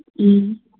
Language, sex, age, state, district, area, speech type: Manipuri, female, 18-30, Manipur, Kangpokpi, urban, conversation